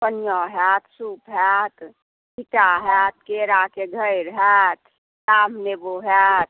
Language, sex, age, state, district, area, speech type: Maithili, female, 60+, Bihar, Saharsa, rural, conversation